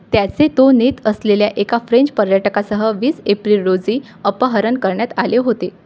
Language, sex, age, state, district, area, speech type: Marathi, female, 18-30, Maharashtra, Amravati, rural, read